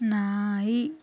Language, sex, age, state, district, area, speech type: Kannada, female, 30-45, Karnataka, Davanagere, urban, read